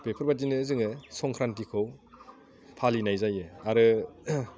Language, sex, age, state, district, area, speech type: Bodo, male, 30-45, Assam, Udalguri, urban, spontaneous